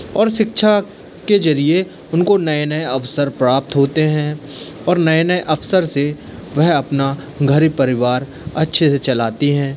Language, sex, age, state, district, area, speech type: Hindi, male, 18-30, Madhya Pradesh, Jabalpur, urban, spontaneous